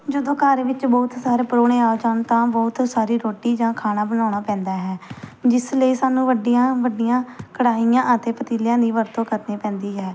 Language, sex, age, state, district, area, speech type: Punjabi, female, 18-30, Punjab, Pathankot, rural, spontaneous